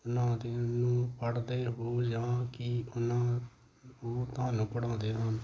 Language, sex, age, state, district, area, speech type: Punjabi, male, 45-60, Punjab, Hoshiarpur, rural, spontaneous